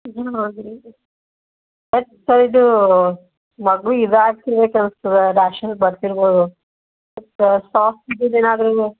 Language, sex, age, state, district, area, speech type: Kannada, female, 30-45, Karnataka, Bidar, urban, conversation